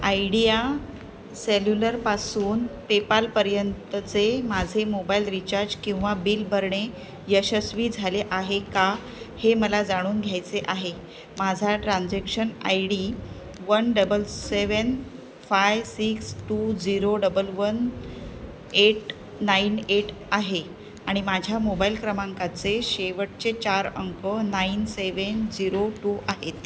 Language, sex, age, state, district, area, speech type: Marathi, female, 45-60, Maharashtra, Ratnagiri, urban, read